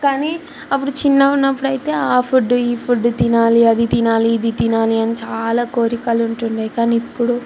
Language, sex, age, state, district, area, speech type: Telugu, female, 18-30, Telangana, Ranga Reddy, urban, spontaneous